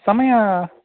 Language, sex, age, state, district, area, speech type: Sanskrit, male, 45-60, Karnataka, Udupi, rural, conversation